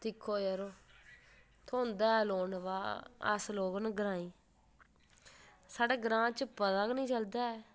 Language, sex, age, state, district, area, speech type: Dogri, female, 30-45, Jammu and Kashmir, Udhampur, rural, spontaneous